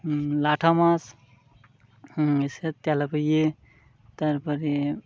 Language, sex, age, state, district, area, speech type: Bengali, male, 30-45, West Bengal, Birbhum, urban, spontaneous